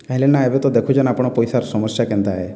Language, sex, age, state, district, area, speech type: Odia, male, 18-30, Odisha, Boudh, rural, spontaneous